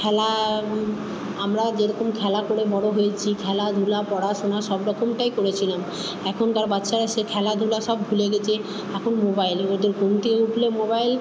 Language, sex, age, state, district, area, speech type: Bengali, female, 30-45, West Bengal, Purba Bardhaman, urban, spontaneous